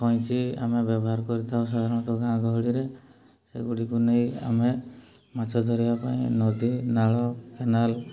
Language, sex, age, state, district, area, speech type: Odia, male, 30-45, Odisha, Mayurbhanj, rural, spontaneous